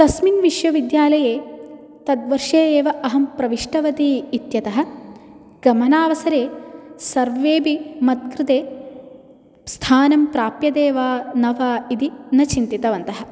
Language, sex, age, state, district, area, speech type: Sanskrit, female, 18-30, Kerala, Palakkad, rural, spontaneous